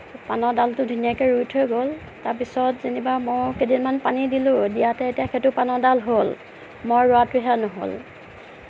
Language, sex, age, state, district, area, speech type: Assamese, female, 30-45, Assam, Nagaon, rural, spontaneous